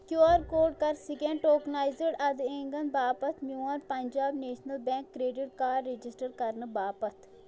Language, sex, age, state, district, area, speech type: Kashmiri, female, 18-30, Jammu and Kashmir, Kulgam, rural, read